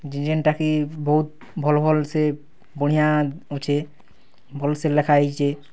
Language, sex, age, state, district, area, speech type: Odia, male, 18-30, Odisha, Kalahandi, rural, spontaneous